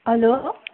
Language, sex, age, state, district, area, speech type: Nepali, female, 18-30, West Bengal, Kalimpong, rural, conversation